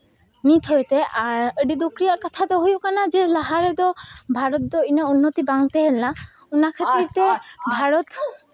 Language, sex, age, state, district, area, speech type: Santali, female, 18-30, West Bengal, Malda, rural, spontaneous